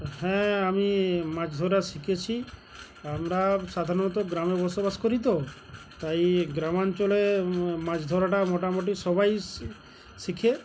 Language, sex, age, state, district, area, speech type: Bengali, male, 45-60, West Bengal, Uttar Dinajpur, urban, spontaneous